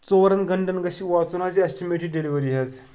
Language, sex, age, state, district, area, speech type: Kashmiri, male, 30-45, Jammu and Kashmir, Pulwama, rural, spontaneous